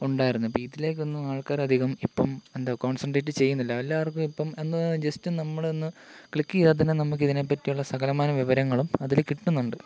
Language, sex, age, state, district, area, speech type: Malayalam, male, 18-30, Kerala, Kottayam, rural, spontaneous